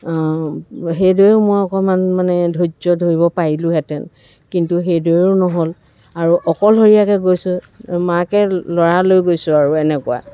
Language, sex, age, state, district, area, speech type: Assamese, female, 60+, Assam, Dibrugarh, rural, spontaneous